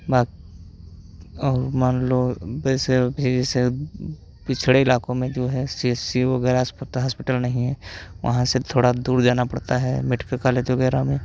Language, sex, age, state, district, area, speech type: Hindi, male, 30-45, Uttar Pradesh, Hardoi, rural, spontaneous